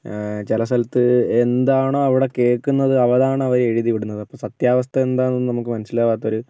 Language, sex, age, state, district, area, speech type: Malayalam, male, 18-30, Kerala, Wayanad, rural, spontaneous